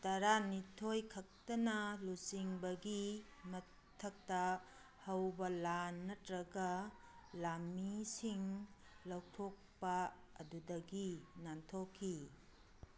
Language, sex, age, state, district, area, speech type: Manipuri, female, 45-60, Manipur, Kangpokpi, urban, read